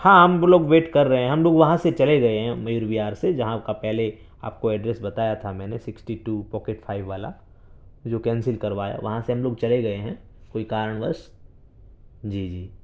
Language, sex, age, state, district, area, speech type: Urdu, male, 18-30, Delhi, North East Delhi, urban, spontaneous